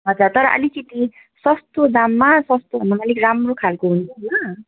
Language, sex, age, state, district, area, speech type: Nepali, female, 18-30, West Bengal, Darjeeling, rural, conversation